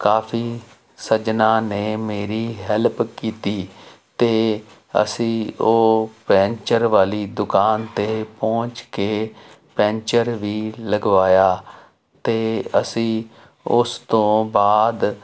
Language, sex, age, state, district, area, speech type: Punjabi, male, 45-60, Punjab, Jalandhar, urban, spontaneous